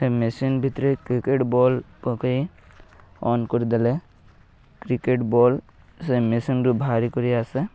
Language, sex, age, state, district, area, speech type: Odia, male, 18-30, Odisha, Malkangiri, urban, spontaneous